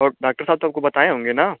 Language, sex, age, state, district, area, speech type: Hindi, male, 18-30, Uttar Pradesh, Ghazipur, rural, conversation